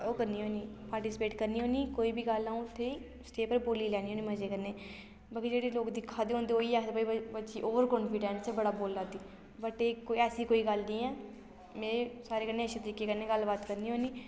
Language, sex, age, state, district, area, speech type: Dogri, female, 18-30, Jammu and Kashmir, Reasi, rural, spontaneous